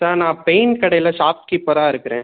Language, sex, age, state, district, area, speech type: Tamil, male, 18-30, Tamil Nadu, Pudukkottai, rural, conversation